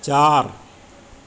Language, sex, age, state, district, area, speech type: Sindhi, male, 45-60, Madhya Pradesh, Katni, urban, read